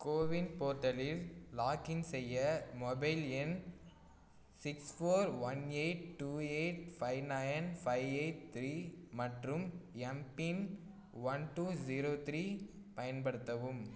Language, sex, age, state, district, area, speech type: Tamil, male, 18-30, Tamil Nadu, Tiruchirappalli, rural, read